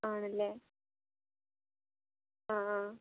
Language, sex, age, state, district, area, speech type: Malayalam, other, 18-30, Kerala, Kozhikode, urban, conversation